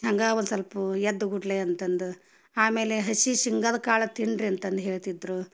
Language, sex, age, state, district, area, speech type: Kannada, female, 30-45, Karnataka, Gadag, rural, spontaneous